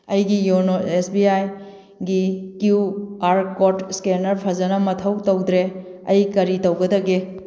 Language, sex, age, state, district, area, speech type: Manipuri, female, 30-45, Manipur, Kakching, rural, read